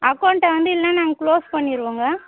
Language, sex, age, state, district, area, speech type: Tamil, female, 30-45, Tamil Nadu, Tirupattur, rural, conversation